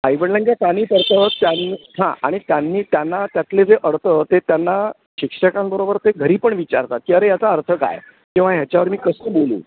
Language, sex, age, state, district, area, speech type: Marathi, male, 60+, Maharashtra, Thane, urban, conversation